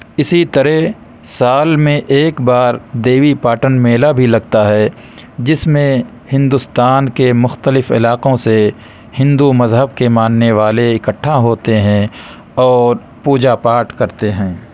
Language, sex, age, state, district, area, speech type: Urdu, male, 30-45, Uttar Pradesh, Balrampur, rural, spontaneous